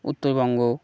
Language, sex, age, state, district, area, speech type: Bengali, male, 30-45, West Bengal, Birbhum, urban, spontaneous